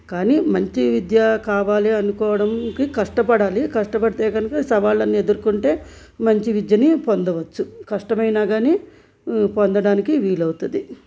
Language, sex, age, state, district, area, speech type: Telugu, female, 45-60, Andhra Pradesh, Krishna, rural, spontaneous